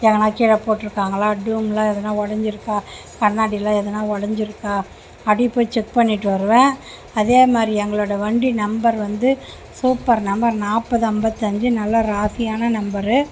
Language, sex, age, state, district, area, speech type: Tamil, female, 60+, Tamil Nadu, Mayiladuthurai, rural, spontaneous